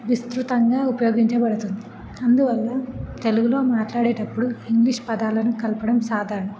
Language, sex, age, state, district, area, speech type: Telugu, female, 18-30, Telangana, Ranga Reddy, urban, spontaneous